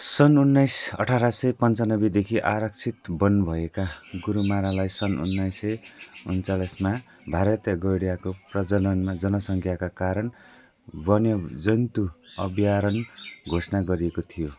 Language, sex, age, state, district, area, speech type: Nepali, male, 45-60, West Bengal, Jalpaiguri, urban, read